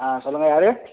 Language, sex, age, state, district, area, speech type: Tamil, male, 18-30, Tamil Nadu, Sivaganga, rural, conversation